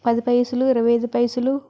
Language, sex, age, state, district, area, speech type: Telugu, female, 60+, Andhra Pradesh, Vizianagaram, rural, spontaneous